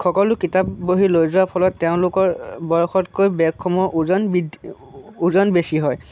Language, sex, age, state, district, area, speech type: Assamese, male, 18-30, Assam, Sonitpur, rural, spontaneous